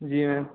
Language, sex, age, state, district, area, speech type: Hindi, male, 18-30, Madhya Pradesh, Hoshangabad, urban, conversation